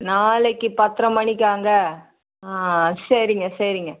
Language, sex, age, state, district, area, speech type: Tamil, female, 60+, Tamil Nadu, Viluppuram, rural, conversation